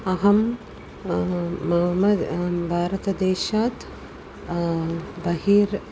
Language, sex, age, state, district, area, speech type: Sanskrit, female, 45-60, Tamil Nadu, Tiruchirappalli, urban, spontaneous